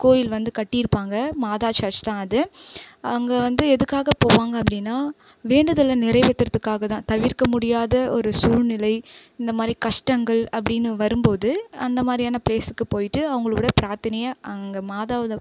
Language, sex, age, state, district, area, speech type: Tamil, female, 30-45, Tamil Nadu, Viluppuram, rural, spontaneous